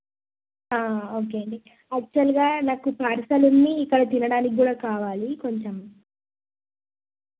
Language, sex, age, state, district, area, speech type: Telugu, female, 18-30, Telangana, Jagtial, urban, conversation